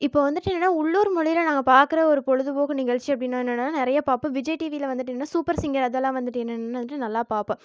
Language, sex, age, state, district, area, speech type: Tamil, female, 18-30, Tamil Nadu, Erode, rural, spontaneous